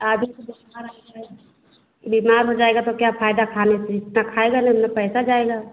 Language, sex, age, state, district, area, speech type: Hindi, female, 60+, Uttar Pradesh, Ayodhya, rural, conversation